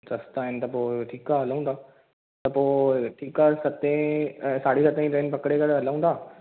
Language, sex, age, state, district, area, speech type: Sindhi, male, 18-30, Maharashtra, Thane, urban, conversation